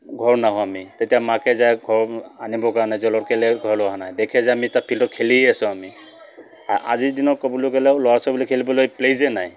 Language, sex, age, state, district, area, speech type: Assamese, male, 45-60, Assam, Dibrugarh, urban, spontaneous